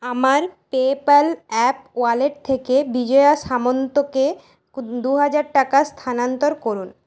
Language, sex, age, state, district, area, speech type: Bengali, female, 18-30, West Bengal, Paschim Bardhaman, urban, read